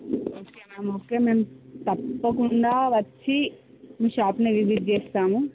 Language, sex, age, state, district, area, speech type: Telugu, female, 45-60, Andhra Pradesh, Visakhapatnam, urban, conversation